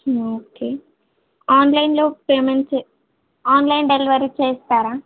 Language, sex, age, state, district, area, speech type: Telugu, female, 18-30, Telangana, Siddipet, urban, conversation